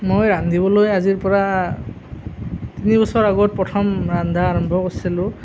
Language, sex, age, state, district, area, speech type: Assamese, male, 30-45, Assam, Nalbari, rural, spontaneous